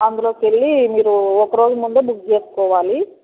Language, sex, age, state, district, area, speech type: Telugu, female, 45-60, Telangana, Yadadri Bhuvanagiri, rural, conversation